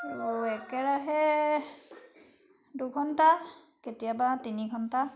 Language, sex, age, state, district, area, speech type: Assamese, female, 60+, Assam, Charaideo, urban, spontaneous